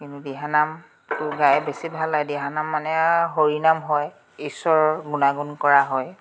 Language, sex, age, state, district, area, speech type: Assamese, female, 45-60, Assam, Tinsukia, urban, spontaneous